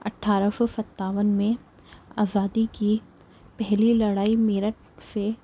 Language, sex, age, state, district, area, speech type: Urdu, female, 18-30, Delhi, Central Delhi, urban, spontaneous